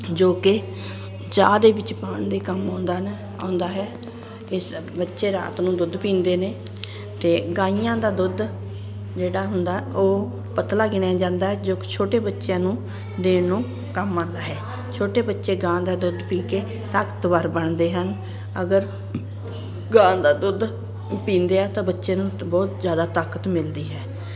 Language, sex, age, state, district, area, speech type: Punjabi, female, 60+, Punjab, Ludhiana, urban, spontaneous